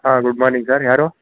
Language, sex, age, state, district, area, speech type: Kannada, male, 30-45, Karnataka, Kolar, urban, conversation